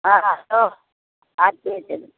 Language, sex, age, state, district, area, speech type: Tamil, female, 60+, Tamil Nadu, Madurai, rural, conversation